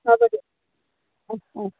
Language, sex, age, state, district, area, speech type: Assamese, female, 18-30, Assam, Nagaon, rural, conversation